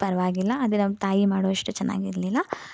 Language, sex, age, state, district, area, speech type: Kannada, female, 18-30, Karnataka, Mysore, urban, spontaneous